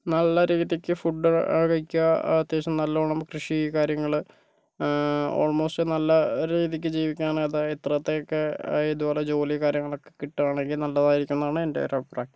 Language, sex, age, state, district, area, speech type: Malayalam, male, 30-45, Kerala, Kozhikode, urban, spontaneous